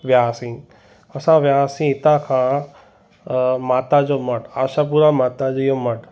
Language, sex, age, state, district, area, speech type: Sindhi, male, 18-30, Gujarat, Kutch, rural, spontaneous